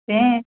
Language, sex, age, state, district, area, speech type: Goan Konkani, female, 30-45, Goa, Ponda, rural, conversation